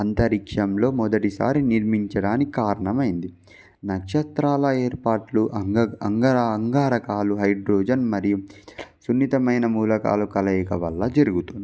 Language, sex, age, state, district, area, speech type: Telugu, male, 18-30, Andhra Pradesh, Palnadu, rural, spontaneous